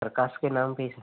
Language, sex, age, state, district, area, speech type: Hindi, male, 18-30, Rajasthan, Nagaur, rural, conversation